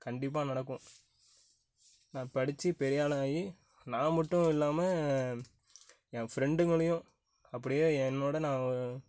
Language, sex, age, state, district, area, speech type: Tamil, male, 18-30, Tamil Nadu, Nagapattinam, rural, spontaneous